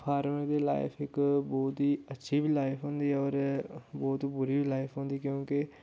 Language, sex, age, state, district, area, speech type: Dogri, male, 30-45, Jammu and Kashmir, Udhampur, rural, spontaneous